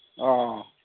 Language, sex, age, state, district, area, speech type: Manipuri, male, 60+, Manipur, Kangpokpi, urban, conversation